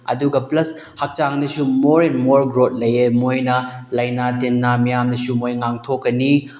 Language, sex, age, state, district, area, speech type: Manipuri, male, 18-30, Manipur, Chandel, rural, spontaneous